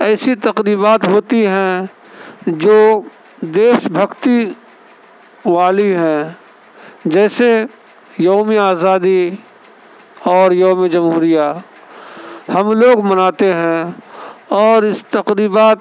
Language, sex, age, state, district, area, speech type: Urdu, male, 18-30, Delhi, Central Delhi, urban, spontaneous